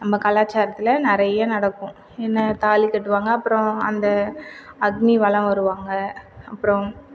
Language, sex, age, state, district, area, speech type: Tamil, female, 45-60, Tamil Nadu, Cuddalore, rural, spontaneous